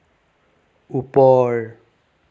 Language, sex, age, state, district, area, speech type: Assamese, male, 30-45, Assam, Sonitpur, rural, read